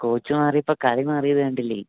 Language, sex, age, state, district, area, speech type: Malayalam, male, 18-30, Kerala, Idukki, rural, conversation